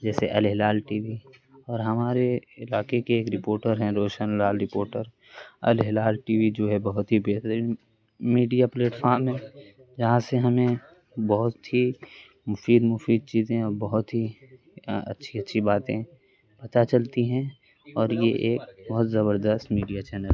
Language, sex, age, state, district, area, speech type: Urdu, male, 18-30, Uttar Pradesh, Azamgarh, rural, spontaneous